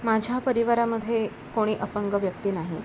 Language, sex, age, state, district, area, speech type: Marathi, female, 18-30, Maharashtra, Ratnagiri, urban, spontaneous